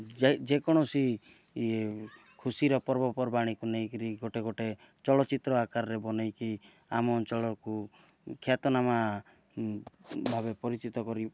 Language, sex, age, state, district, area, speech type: Odia, male, 30-45, Odisha, Kalahandi, rural, spontaneous